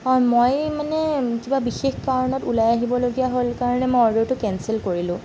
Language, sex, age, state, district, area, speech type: Assamese, female, 18-30, Assam, Sonitpur, rural, spontaneous